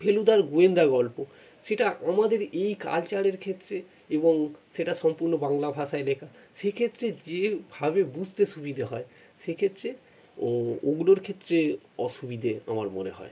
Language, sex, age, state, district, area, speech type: Bengali, male, 45-60, West Bengal, North 24 Parganas, urban, spontaneous